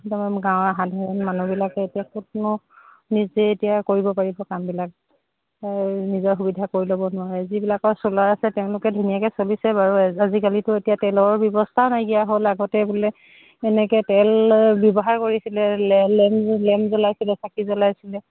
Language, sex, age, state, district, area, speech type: Assamese, female, 30-45, Assam, Charaideo, rural, conversation